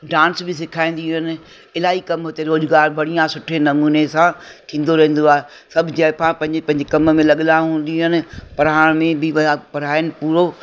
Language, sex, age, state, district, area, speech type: Sindhi, female, 60+, Uttar Pradesh, Lucknow, urban, spontaneous